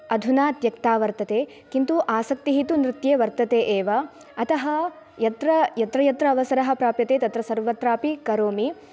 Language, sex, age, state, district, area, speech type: Sanskrit, female, 18-30, Kerala, Kasaragod, rural, spontaneous